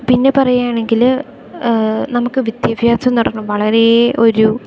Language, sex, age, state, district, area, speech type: Malayalam, female, 18-30, Kerala, Idukki, rural, spontaneous